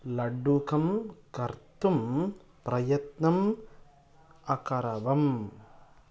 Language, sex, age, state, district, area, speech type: Sanskrit, male, 30-45, Karnataka, Kolar, rural, spontaneous